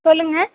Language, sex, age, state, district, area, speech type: Tamil, female, 18-30, Tamil Nadu, Tiruchirappalli, rural, conversation